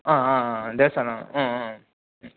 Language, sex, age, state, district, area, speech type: Kannada, male, 30-45, Karnataka, Chitradurga, rural, conversation